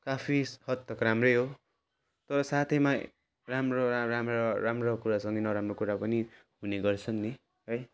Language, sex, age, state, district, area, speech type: Nepali, male, 18-30, West Bengal, Jalpaiguri, rural, spontaneous